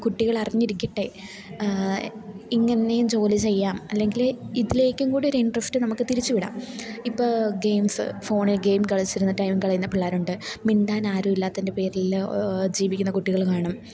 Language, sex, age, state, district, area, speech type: Malayalam, female, 18-30, Kerala, Idukki, rural, spontaneous